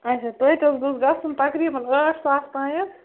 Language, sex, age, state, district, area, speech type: Kashmiri, female, 18-30, Jammu and Kashmir, Bandipora, rural, conversation